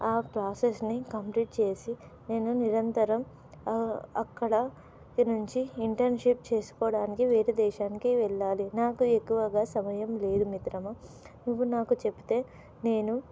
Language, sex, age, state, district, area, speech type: Telugu, female, 18-30, Telangana, Nizamabad, urban, spontaneous